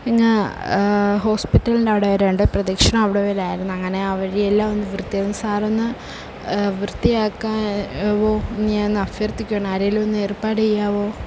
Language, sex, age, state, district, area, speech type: Malayalam, female, 18-30, Kerala, Kollam, rural, spontaneous